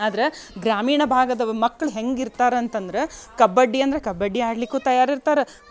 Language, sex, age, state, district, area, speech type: Kannada, female, 30-45, Karnataka, Dharwad, rural, spontaneous